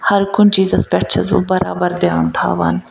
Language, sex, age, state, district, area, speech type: Kashmiri, female, 45-60, Jammu and Kashmir, Ganderbal, urban, spontaneous